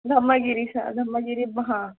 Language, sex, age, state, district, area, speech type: Marathi, female, 18-30, Maharashtra, Buldhana, rural, conversation